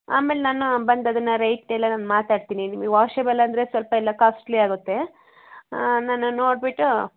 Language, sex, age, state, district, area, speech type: Kannada, female, 45-60, Karnataka, Hassan, urban, conversation